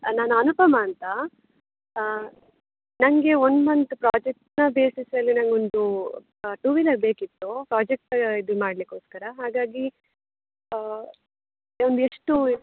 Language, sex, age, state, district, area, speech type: Kannada, female, 18-30, Karnataka, Dakshina Kannada, urban, conversation